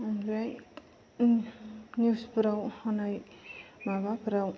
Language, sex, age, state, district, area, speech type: Bodo, female, 30-45, Assam, Kokrajhar, rural, spontaneous